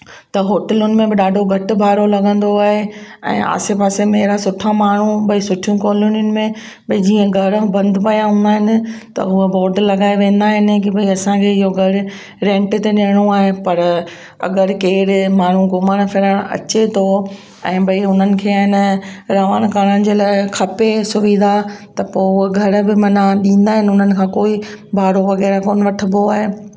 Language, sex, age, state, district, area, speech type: Sindhi, female, 45-60, Gujarat, Kutch, rural, spontaneous